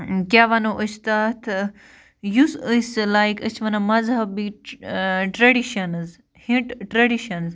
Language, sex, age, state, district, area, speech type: Kashmiri, female, 30-45, Jammu and Kashmir, Baramulla, rural, spontaneous